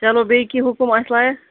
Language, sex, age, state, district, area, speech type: Kashmiri, female, 30-45, Jammu and Kashmir, Kupwara, urban, conversation